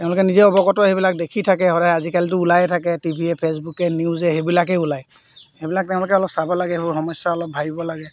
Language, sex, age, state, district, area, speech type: Assamese, male, 45-60, Assam, Golaghat, rural, spontaneous